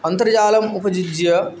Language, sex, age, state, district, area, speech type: Sanskrit, male, 18-30, West Bengal, Bankura, urban, spontaneous